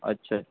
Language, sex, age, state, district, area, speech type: Urdu, male, 18-30, Uttar Pradesh, Balrampur, rural, conversation